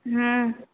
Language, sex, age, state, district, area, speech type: Sindhi, female, 18-30, Gujarat, Junagadh, urban, conversation